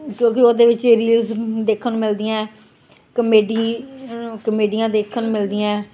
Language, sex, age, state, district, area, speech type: Punjabi, female, 60+, Punjab, Ludhiana, rural, spontaneous